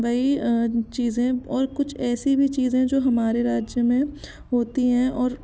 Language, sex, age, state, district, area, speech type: Hindi, female, 18-30, Madhya Pradesh, Jabalpur, urban, spontaneous